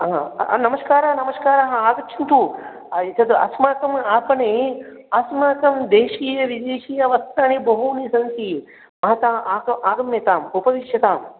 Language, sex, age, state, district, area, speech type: Sanskrit, male, 30-45, Telangana, Ranga Reddy, urban, conversation